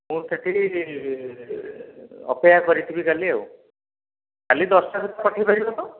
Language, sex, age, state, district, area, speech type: Odia, male, 45-60, Odisha, Dhenkanal, rural, conversation